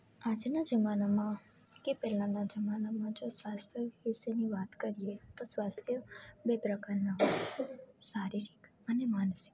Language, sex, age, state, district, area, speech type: Gujarati, female, 18-30, Gujarat, Junagadh, rural, spontaneous